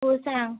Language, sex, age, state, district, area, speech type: Marathi, female, 18-30, Maharashtra, Amravati, rural, conversation